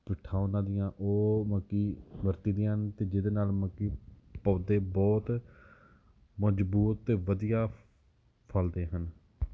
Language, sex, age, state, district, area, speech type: Punjabi, male, 30-45, Punjab, Gurdaspur, rural, spontaneous